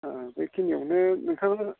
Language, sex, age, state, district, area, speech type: Bodo, male, 45-60, Assam, Udalguri, rural, conversation